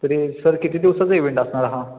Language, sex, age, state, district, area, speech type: Marathi, male, 18-30, Maharashtra, Kolhapur, urban, conversation